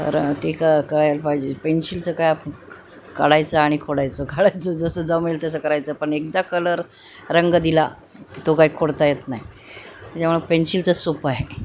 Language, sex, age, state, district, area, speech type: Marathi, female, 45-60, Maharashtra, Nanded, rural, spontaneous